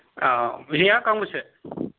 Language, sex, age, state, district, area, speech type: Bodo, male, 30-45, Assam, Kokrajhar, rural, conversation